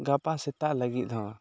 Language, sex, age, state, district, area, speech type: Santali, male, 18-30, Jharkhand, Seraikela Kharsawan, rural, spontaneous